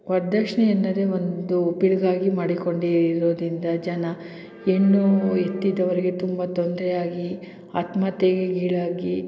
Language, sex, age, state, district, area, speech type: Kannada, female, 30-45, Karnataka, Hassan, urban, spontaneous